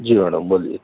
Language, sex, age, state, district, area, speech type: Urdu, male, 45-60, Telangana, Hyderabad, urban, conversation